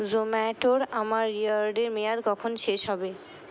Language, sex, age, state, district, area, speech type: Bengali, female, 60+, West Bengal, Purba Bardhaman, urban, read